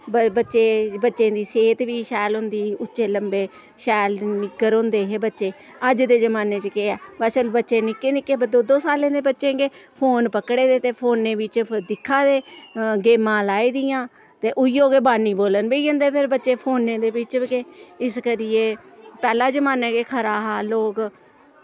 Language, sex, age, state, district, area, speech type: Dogri, female, 45-60, Jammu and Kashmir, Samba, rural, spontaneous